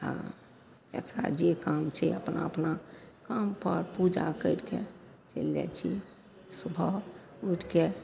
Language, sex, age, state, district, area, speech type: Maithili, female, 60+, Bihar, Madhepura, urban, spontaneous